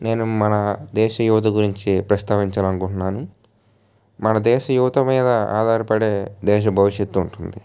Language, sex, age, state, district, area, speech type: Telugu, male, 18-30, Andhra Pradesh, N T Rama Rao, urban, spontaneous